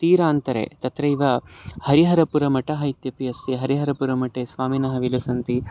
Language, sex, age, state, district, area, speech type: Sanskrit, male, 30-45, Karnataka, Bangalore Urban, urban, spontaneous